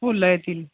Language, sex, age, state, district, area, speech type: Marathi, female, 30-45, Maharashtra, Kolhapur, urban, conversation